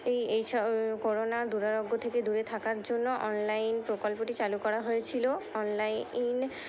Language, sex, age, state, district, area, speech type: Bengali, female, 60+, West Bengal, Purba Bardhaman, urban, spontaneous